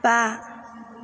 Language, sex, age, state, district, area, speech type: Bodo, female, 18-30, Assam, Chirang, rural, read